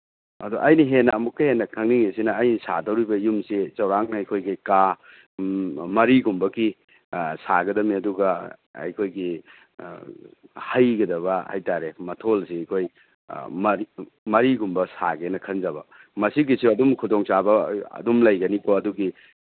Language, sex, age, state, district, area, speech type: Manipuri, male, 45-60, Manipur, Churachandpur, rural, conversation